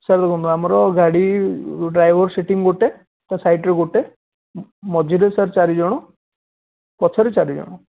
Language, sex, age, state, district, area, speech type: Odia, male, 18-30, Odisha, Dhenkanal, rural, conversation